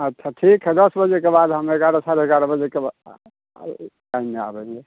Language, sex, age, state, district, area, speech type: Hindi, male, 60+, Bihar, Samastipur, urban, conversation